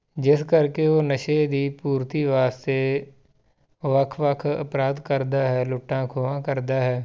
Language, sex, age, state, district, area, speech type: Punjabi, male, 30-45, Punjab, Tarn Taran, rural, spontaneous